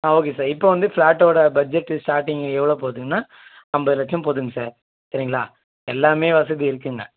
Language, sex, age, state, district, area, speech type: Tamil, male, 18-30, Tamil Nadu, Vellore, urban, conversation